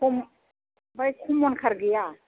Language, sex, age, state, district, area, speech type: Bodo, female, 60+, Assam, Chirang, urban, conversation